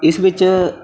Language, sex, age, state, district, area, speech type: Punjabi, male, 18-30, Punjab, Bathinda, rural, spontaneous